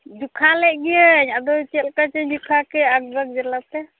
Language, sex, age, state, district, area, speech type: Santali, female, 18-30, Jharkhand, Pakur, rural, conversation